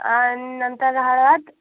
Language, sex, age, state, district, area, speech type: Marathi, female, 18-30, Maharashtra, Amravati, urban, conversation